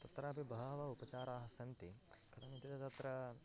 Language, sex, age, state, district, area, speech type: Sanskrit, male, 18-30, Karnataka, Bagalkot, rural, spontaneous